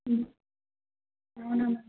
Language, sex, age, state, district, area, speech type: Telugu, female, 30-45, Andhra Pradesh, Kadapa, rural, conversation